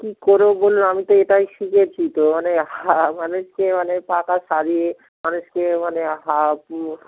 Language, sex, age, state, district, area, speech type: Bengali, male, 30-45, West Bengal, Dakshin Dinajpur, urban, conversation